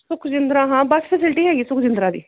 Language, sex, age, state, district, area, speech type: Punjabi, female, 30-45, Punjab, Gurdaspur, rural, conversation